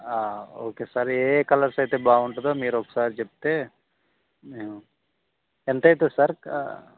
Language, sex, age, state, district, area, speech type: Telugu, male, 18-30, Telangana, Khammam, urban, conversation